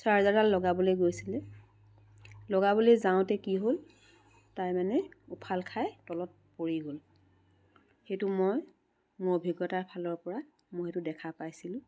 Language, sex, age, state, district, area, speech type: Assamese, female, 60+, Assam, Charaideo, urban, spontaneous